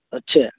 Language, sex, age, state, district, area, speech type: Maithili, male, 18-30, Bihar, Samastipur, rural, conversation